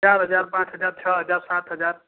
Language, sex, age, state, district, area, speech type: Hindi, male, 18-30, Uttar Pradesh, Ghazipur, rural, conversation